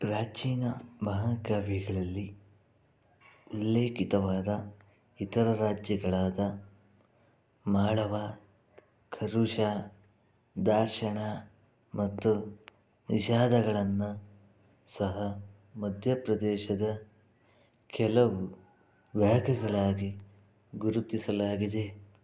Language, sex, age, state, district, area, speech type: Kannada, male, 60+, Karnataka, Bangalore Rural, urban, read